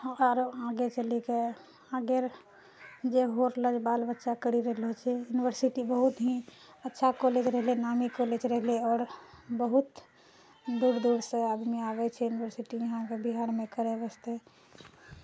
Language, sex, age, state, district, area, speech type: Maithili, female, 60+, Bihar, Purnia, urban, spontaneous